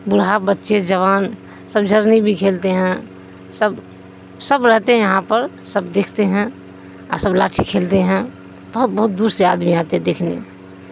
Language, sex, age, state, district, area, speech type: Urdu, female, 60+, Bihar, Supaul, rural, spontaneous